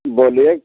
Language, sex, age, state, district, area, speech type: Hindi, male, 60+, Uttar Pradesh, Mau, rural, conversation